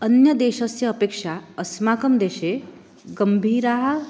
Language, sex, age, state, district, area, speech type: Sanskrit, female, 30-45, Maharashtra, Nagpur, urban, spontaneous